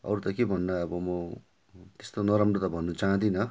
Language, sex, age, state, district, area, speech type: Nepali, male, 45-60, West Bengal, Darjeeling, rural, spontaneous